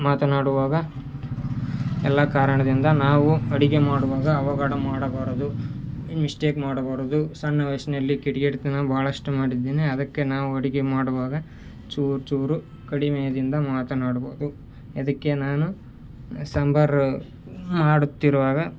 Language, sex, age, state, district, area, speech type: Kannada, male, 18-30, Karnataka, Koppal, rural, spontaneous